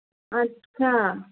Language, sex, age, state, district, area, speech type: Marathi, female, 30-45, Maharashtra, Palghar, urban, conversation